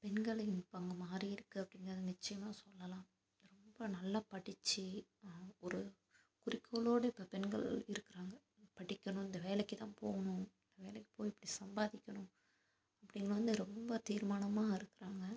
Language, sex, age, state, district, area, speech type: Tamil, female, 18-30, Tamil Nadu, Tiruppur, rural, spontaneous